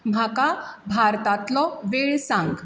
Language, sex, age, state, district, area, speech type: Goan Konkani, female, 30-45, Goa, Bardez, rural, read